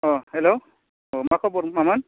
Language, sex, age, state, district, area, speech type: Bodo, male, 30-45, Assam, Baksa, urban, conversation